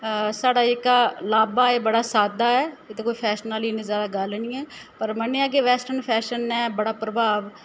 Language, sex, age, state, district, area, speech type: Dogri, female, 30-45, Jammu and Kashmir, Udhampur, rural, spontaneous